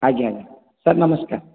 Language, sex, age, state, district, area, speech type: Odia, male, 45-60, Odisha, Nayagarh, rural, conversation